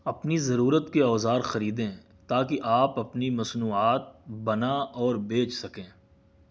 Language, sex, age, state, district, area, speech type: Urdu, male, 30-45, Delhi, South Delhi, urban, read